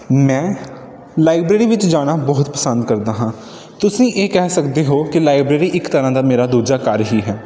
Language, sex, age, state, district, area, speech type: Punjabi, male, 18-30, Punjab, Pathankot, rural, spontaneous